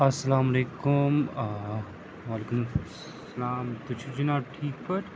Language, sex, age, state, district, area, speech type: Kashmiri, male, 45-60, Jammu and Kashmir, Srinagar, urban, spontaneous